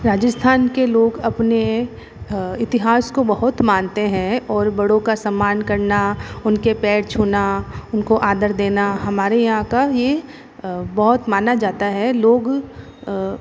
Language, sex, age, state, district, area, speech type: Hindi, female, 60+, Rajasthan, Jodhpur, urban, spontaneous